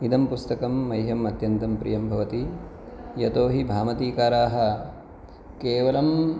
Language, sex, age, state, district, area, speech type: Sanskrit, male, 30-45, Maharashtra, Pune, urban, spontaneous